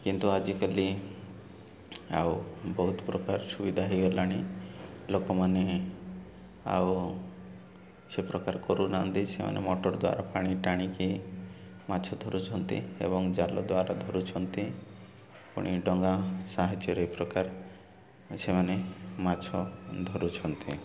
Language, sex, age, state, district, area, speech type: Odia, male, 30-45, Odisha, Koraput, urban, spontaneous